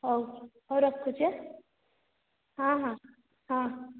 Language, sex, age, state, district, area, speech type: Odia, female, 18-30, Odisha, Dhenkanal, rural, conversation